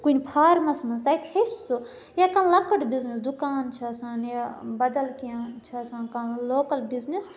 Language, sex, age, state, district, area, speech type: Kashmiri, female, 30-45, Jammu and Kashmir, Budgam, rural, spontaneous